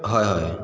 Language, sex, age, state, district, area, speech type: Assamese, male, 30-45, Assam, Charaideo, urban, spontaneous